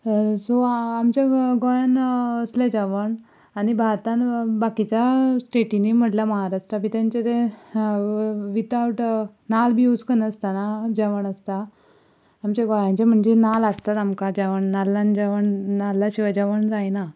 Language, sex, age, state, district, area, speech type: Goan Konkani, female, 18-30, Goa, Ponda, rural, spontaneous